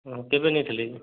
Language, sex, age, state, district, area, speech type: Odia, male, 30-45, Odisha, Subarnapur, urban, conversation